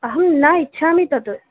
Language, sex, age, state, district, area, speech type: Sanskrit, female, 18-30, Kerala, Thrissur, urban, conversation